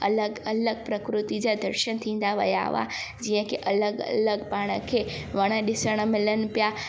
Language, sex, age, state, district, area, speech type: Sindhi, female, 18-30, Gujarat, Junagadh, rural, spontaneous